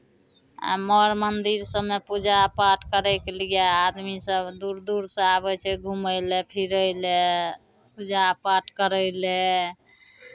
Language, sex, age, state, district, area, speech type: Maithili, female, 45-60, Bihar, Madhepura, urban, spontaneous